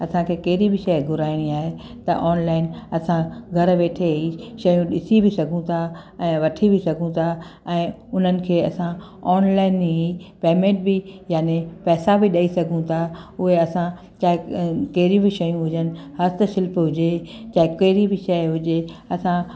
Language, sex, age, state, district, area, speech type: Sindhi, female, 60+, Gujarat, Kutch, urban, spontaneous